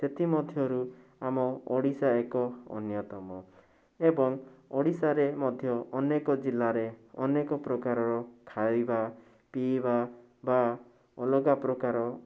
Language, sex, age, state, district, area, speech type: Odia, male, 30-45, Odisha, Bhadrak, rural, spontaneous